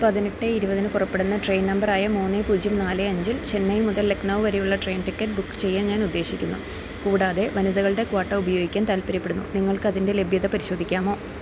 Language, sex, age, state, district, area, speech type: Malayalam, female, 30-45, Kerala, Idukki, rural, read